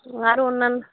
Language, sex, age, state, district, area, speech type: Bengali, female, 18-30, West Bengal, North 24 Parganas, rural, conversation